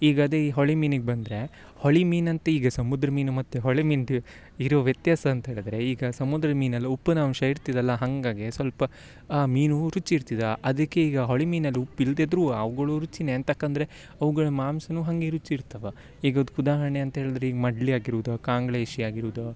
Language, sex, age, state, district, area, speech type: Kannada, male, 18-30, Karnataka, Uttara Kannada, rural, spontaneous